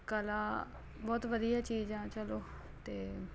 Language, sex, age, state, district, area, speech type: Punjabi, female, 30-45, Punjab, Ludhiana, urban, spontaneous